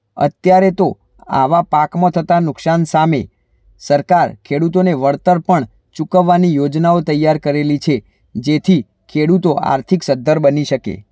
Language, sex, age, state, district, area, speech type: Gujarati, male, 18-30, Gujarat, Mehsana, rural, spontaneous